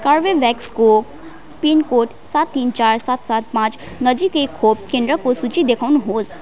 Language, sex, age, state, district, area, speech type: Nepali, female, 18-30, West Bengal, Darjeeling, rural, read